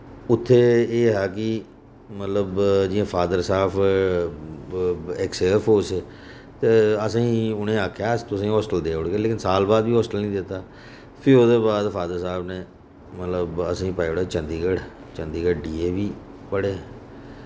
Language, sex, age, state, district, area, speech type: Dogri, male, 45-60, Jammu and Kashmir, Reasi, urban, spontaneous